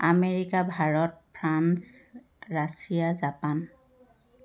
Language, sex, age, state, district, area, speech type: Assamese, female, 30-45, Assam, Dhemaji, urban, spontaneous